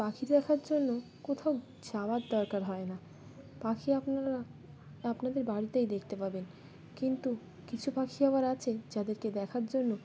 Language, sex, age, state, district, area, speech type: Bengali, female, 18-30, West Bengal, Birbhum, urban, spontaneous